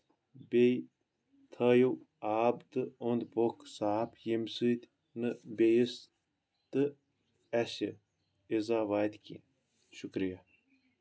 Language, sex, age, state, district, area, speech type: Kashmiri, male, 18-30, Jammu and Kashmir, Kulgam, rural, spontaneous